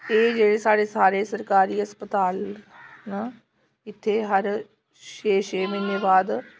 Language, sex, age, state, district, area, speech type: Dogri, female, 30-45, Jammu and Kashmir, Samba, urban, spontaneous